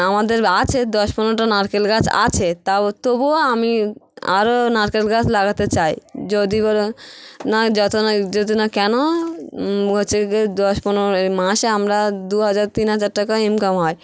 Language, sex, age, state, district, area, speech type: Bengali, female, 30-45, West Bengal, Hooghly, urban, spontaneous